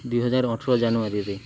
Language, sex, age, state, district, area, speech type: Odia, male, 18-30, Odisha, Nuapada, urban, read